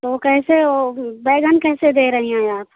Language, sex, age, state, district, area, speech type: Hindi, female, 45-60, Uttar Pradesh, Chandauli, rural, conversation